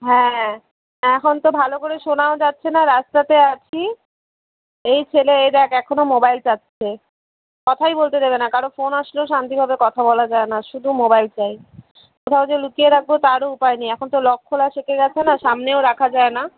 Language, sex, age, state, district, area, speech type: Bengali, female, 30-45, West Bengal, Alipurduar, rural, conversation